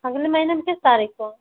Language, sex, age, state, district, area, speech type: Hindi, female, 45-60, Uttar Pradesh, Ayodhya, rural, conversation